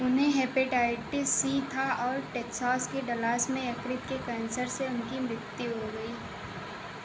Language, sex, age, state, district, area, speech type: Hindi, female, 45-60, Uttar Pradesh, Ayodhya, rural, read